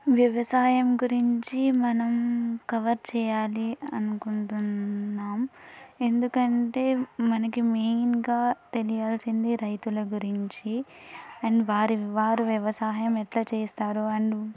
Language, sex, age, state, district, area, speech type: Telugu, female, 18-30, Andhra Pradesh, Anantapur, urban, spontaneous